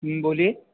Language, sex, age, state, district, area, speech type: Hindi, male, 18-30, Uttar Pradesh, Bhadohi, urban, conversation